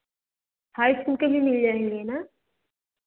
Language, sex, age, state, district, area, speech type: Hindi, female, 30-45, Uttar Pradesh, Varanasi, rural, conversation